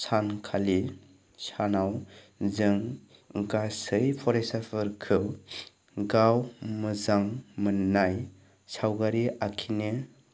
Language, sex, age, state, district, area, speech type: Bodo, male, 18-30, Assam, Chirang, rural, spontaneous